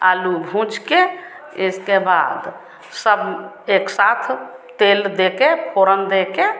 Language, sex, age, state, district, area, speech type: Hindi, female, 45-60, Bihar, Samastipur, rural, spontaneous